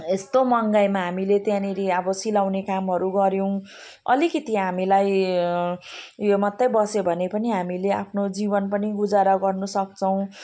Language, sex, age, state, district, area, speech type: Nepali, female, 45-60, West Bengal, Jalpaiguri, urban, spontaneous